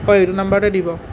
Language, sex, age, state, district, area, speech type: Assamese, male, 18-30, Assam, Nalbari, rural, spontaneous